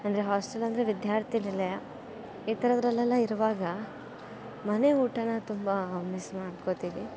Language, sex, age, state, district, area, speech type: Kannada, female, 18-30, Karnataka, Dakshina Kannada, rural, spontaneous